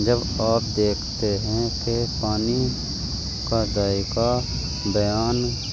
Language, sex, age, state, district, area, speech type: Urdu, male, 18-30, Uttar Pradesh, Muzaffarnagar, urban, spontaneous